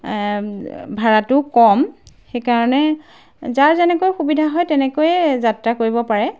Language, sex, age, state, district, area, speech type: Assamese, female, 30-45, Assam, Golaghat, urban, spontaneous